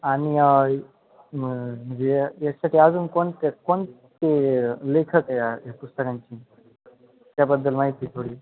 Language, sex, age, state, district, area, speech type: Marathi, male, 18-30, Maharashtra, Ahmednagar, rural, conversation